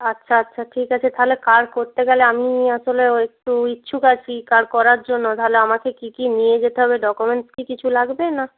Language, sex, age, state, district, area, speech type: Bengali, female, 18-30, West Bengal, Purba Medinipur, rural, conversation